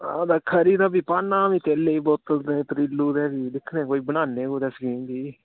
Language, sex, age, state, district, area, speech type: Dogri, male, 30-45, Jammu and Kashmir, Udhampur, rural, conversation